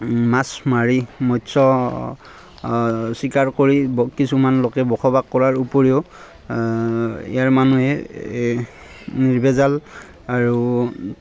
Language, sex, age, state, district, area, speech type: Assamese, male, 30-45, Assam, Barpeta, rural, spontaneous